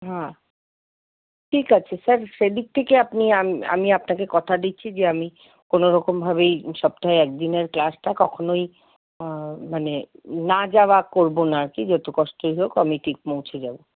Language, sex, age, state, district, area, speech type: Bengali, female, 60+, West Bengal, Paschim Bardhaman, urban, conversation